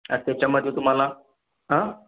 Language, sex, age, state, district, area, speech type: Marathi, male, 18-30, Maharashtra, Sangli, urban, conversation